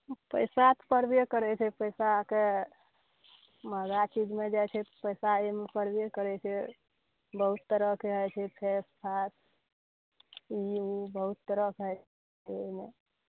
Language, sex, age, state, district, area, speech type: Maithili, female, 30-45, Bihar, Araria, rural, conversation